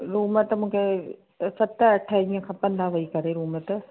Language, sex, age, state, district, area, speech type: Sindhi, female, 30-45, Rajasthan, Ajmer, urban, conversation